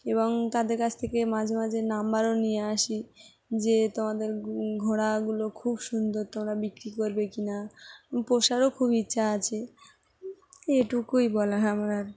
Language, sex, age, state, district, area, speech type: Bengali, female, 18-30, West Bengal, Dakshin Dinajpur, urban, spontaneous